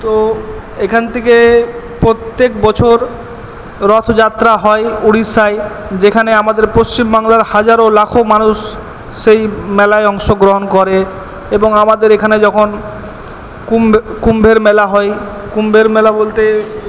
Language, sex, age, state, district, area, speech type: Bengali, male, 18-30, West Bengal, Purba Bardhaman, urban, spontaneous